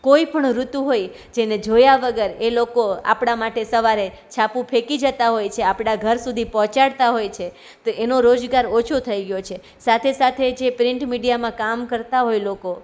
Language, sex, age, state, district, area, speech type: Gujarati, female, 30-45, Gujarat, Rajkot, urban, spontaneous